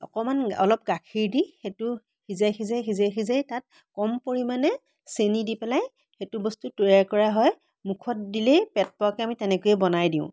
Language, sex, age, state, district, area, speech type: Assamese, female, 30-45, Assam, Biswanath, rural, spontaneous